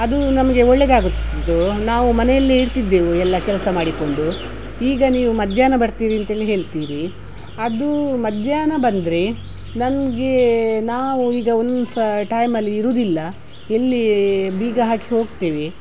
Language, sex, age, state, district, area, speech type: Kannada, female, 60+, Karnataka, Udupi, rural, spontaneous